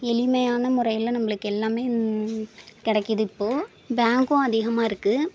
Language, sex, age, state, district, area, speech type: Tamil, female, 18-30, Tamil Nadu, Thanjavur, rural, spontaneous